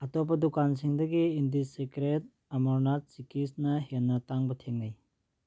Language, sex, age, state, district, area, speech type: Manipuri, male, 45-60, Manipur, Churachandpur, rural, read